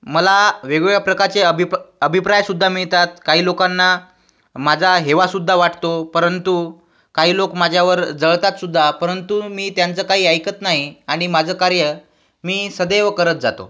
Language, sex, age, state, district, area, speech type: Marathi, male, 18-30, Maharashtra, Washim, rural, spontaneous